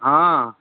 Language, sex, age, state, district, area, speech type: Odia, male, 30-45, Odisha, Subarnapur, urban, conversation